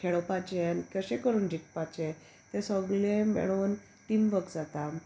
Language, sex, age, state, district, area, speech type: Goan Konkani, female, 30-45, Goa, Salcete, rural, spontaneous